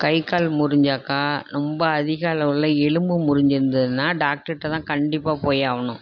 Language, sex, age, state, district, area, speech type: Tamil, female, 60+, Tamil Nadu, Tiruvarur, rural, spontaneous